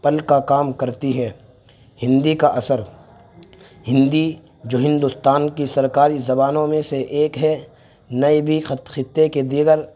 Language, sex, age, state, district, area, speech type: Urdu, male, 18-30, Uttar Pradesh, Saharanpur, urban, spontaneous